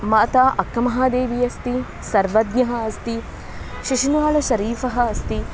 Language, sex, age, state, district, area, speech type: Sanskrit, female, 18-30, Karnataka, Dharwad, urban, spontaneous